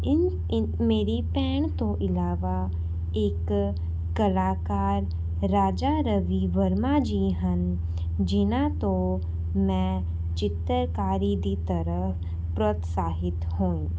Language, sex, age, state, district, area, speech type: Punjabi, female, 18-30, Punjab, Rupnagar, urban, spontaneous